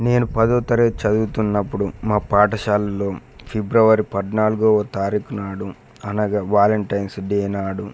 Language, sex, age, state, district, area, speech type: Telugu, male, 18-30, Telangana, Peddapalli, rural, spontaneous